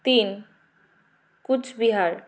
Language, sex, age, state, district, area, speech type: Bengali, female, 30-45, West Bengal, Jalpaiguri, rural, spontaneous